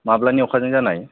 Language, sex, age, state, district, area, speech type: Bodo, male, 30-45, Assam, Chirang, rural, conversation